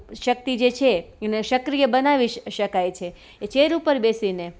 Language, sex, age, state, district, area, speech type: Gujarati, female, 30-45, Gujarat, Rajkot, urban, spontaneous